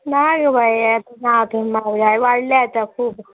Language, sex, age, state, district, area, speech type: Goan Konkani, female, 18-30, Goa, Tiswadi, rural, conversation